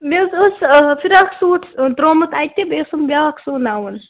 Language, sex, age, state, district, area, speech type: Kashmiri, female, 30-45, Jammu and Kashmir, Baramulla, urban, conversation